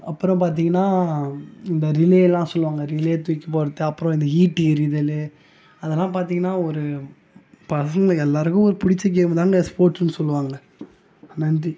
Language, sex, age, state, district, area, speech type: Tamil, male, 18-30, Tamil Nadu, Tiruvannamalai, rural, spontaneous